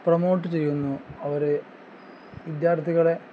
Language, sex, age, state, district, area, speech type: Malayalam, male, 18-30, Kerala, Kozhikode, rural, spontaneous